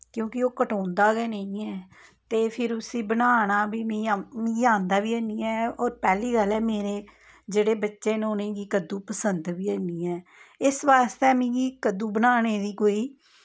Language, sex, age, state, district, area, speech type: Dogri, female, 30-45, Jammu and Kashmir, Samba, rural, spontaneous